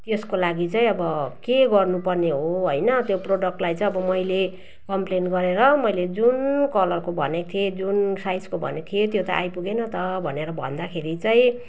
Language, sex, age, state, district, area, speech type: Nepali, female, 45-60, West Bengal, Jalpaiguri, urban, spontaneous